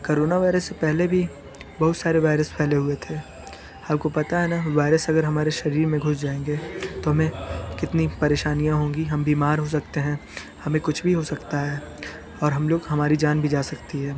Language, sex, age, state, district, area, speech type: Hindi, male, 30-45, Uttar Pradesh, Sonbhadra, rural, spontaneous